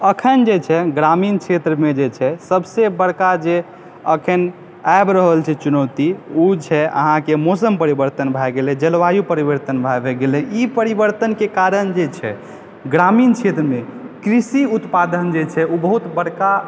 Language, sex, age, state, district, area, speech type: Maithili, male, 18-30, Bihar, Purnia, urban, spontaneous